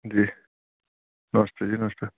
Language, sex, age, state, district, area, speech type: Dogri, male, 18-30, Jammu and Kashmir, Reasi, rural, conversation